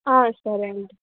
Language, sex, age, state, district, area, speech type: Telugu, female, 18-30, Telangana, Ranga Reddy, rural, conversation